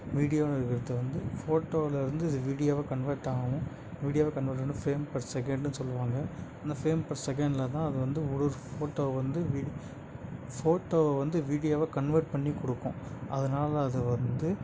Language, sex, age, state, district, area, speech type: Tamil, male, 18-30, Tamil Nadu, Tiruvannamalai, urban, spontaneous